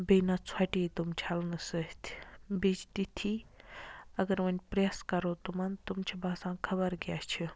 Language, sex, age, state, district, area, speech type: Kashmiri, female, 18-30, Jammu and Kashmir, Baramulla, rural, spontaneous